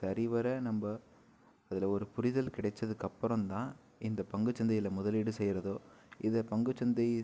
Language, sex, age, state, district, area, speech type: Tamil, male, 18-30, Tamil Nadu, Pudukkottai, rural, spontaneous